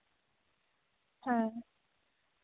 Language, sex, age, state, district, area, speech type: Santali, female, 18-30, West Bengal, Bankura, rural, conversation